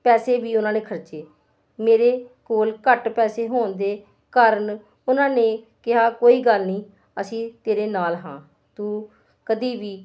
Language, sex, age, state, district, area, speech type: Punjabi, female, 45-60, Punjab, Hoshiarpur, urban, spontaneous